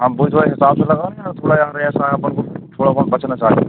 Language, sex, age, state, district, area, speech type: Hindi, male, 45-60, Madhya Pradesh, Seoni, urban, conversation